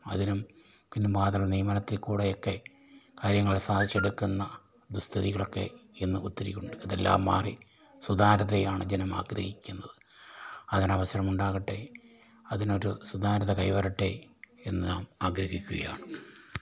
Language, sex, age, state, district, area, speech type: Malayalam, male, 60+, Kerala, Kollam, rural, spontaneous